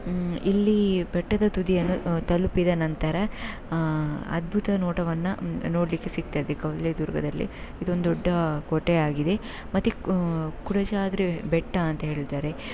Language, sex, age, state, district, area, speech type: Kannada, female, 18-30, Karnataka, Shimoga, rural, spontaneous